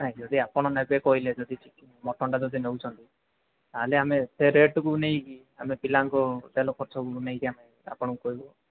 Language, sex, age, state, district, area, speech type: Odia, male, 45-60, Odisha, Kandhamal, rural, conversation